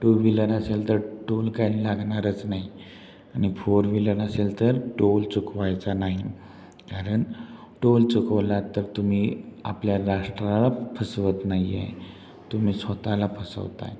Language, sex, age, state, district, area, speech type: Marathi, male, 30-45, Maharashtra, Satara, rural, spontaneous